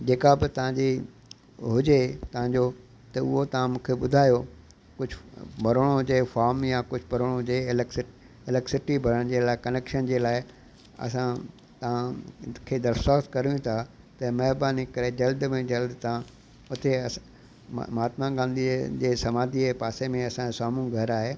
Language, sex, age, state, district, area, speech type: Sindhi, male, 60+, Gujarat, Kutch, urban, spontaneous